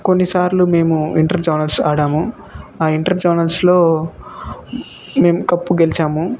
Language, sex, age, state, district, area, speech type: Telugu, male, 18-30, Andhra Pradesh, Sri Balaji, rural, spontaneous